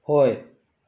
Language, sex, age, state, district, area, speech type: Manipuri, male, 30-45, Manipur, Kakching, rural, read